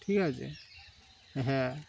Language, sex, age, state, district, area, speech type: Bengali, male, 30-45, West Bengal, Darjeeling, urban, spontaneous